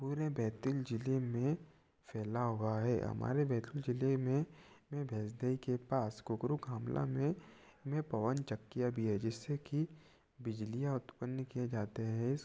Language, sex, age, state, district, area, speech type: Hindi, male, 18-30, Madhya Pradesh, Betul, rural, spontaneous